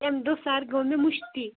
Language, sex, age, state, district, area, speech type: Kashmiri, female, 18-30, Jammu and Kashmir, Kupwara, rural, conversation